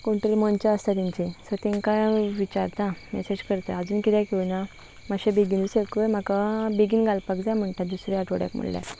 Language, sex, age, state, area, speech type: Goan Konkani, female, 18-30, Goa, rural, spontaneous